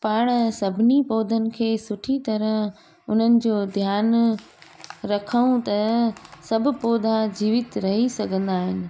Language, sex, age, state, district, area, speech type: Sindhi, female, 30-45, Gujarat, Junagadh, rural, spontaneous